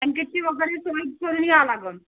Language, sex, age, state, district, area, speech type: Marathi, female, 30-45, Maharashtra, Thane, urban, conversation